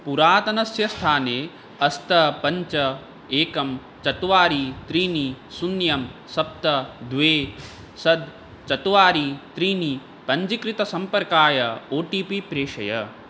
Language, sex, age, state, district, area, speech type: Sanskrit, male, 18-30, Assam, Barpeta, rural, read